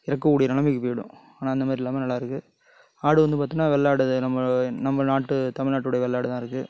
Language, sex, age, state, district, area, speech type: Tamil, male, 30-45, Tamil Nadu, Tiruchirappalli, rural, spontaneous